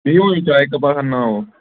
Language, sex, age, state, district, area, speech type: Kashmiri, male, 18-30, Jammu and Kashmir, Shopian, rural, conversation